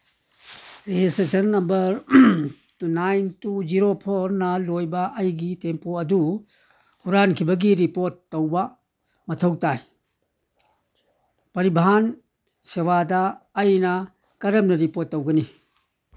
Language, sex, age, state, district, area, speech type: Manipuri, male, 60+, Manipur, Churachandpur, rural, read